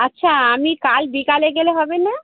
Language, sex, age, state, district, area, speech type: Bengali, female, 45-60, West Bengal, North 24 Parganas, urban, conversation